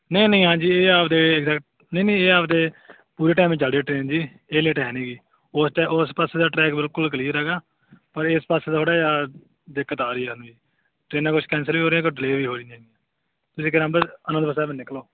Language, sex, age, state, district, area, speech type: Punjabi, male, 18-30, Punjab, Bathinda, urban, conversation